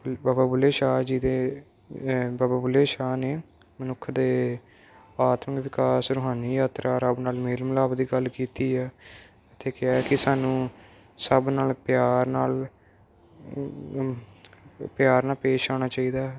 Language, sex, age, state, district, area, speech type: Punjabi, male, 18-30, Punjab, Moga, rural, spontaneous